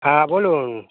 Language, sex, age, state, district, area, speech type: Bengali, male, 45-60, West Bengal, Hooghly, rural, conversation